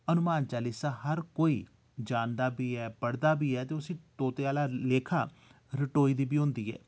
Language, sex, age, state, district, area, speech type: Dogri, male, 45-60, Jammu and Kashmir, Jammu, urban, spontaneous